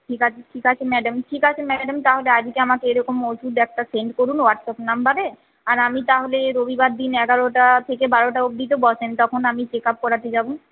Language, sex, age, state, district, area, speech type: Bengali, female, 30-45, West Bengal, Paschim Bardhaman, urban, conversation